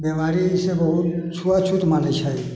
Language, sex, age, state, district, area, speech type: Maithili, male, 45-60, Bihar, Sitamarhi, rural, spontaneous